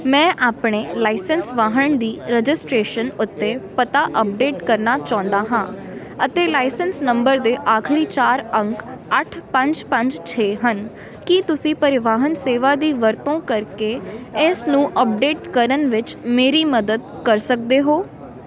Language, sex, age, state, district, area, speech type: Punjabi, female, 18-30, Punjab, Ludhiana, urban, read